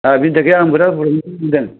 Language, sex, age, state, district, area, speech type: Bodo, male, 60+, Assam, Chirang, rural, conversation